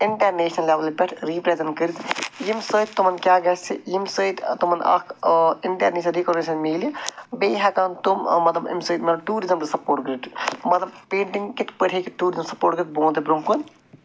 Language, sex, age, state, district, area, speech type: Kashmiri, male, 45-60, Jammu and Kashmir, Budgam, urban, spontaneous